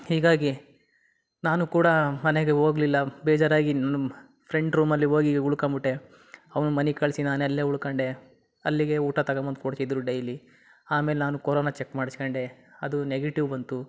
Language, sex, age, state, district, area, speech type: Kannada, male, 30-45, Karnataka, Chitradurga, rural, spontaneous